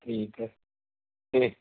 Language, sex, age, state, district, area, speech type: Punjabi, male, 45-60, Punjab, Moga, rural, conversation